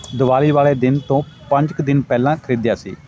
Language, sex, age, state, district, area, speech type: Punjabi, male, 45-60, Punjab, Fatehgarh Sahib, rural, spontaneous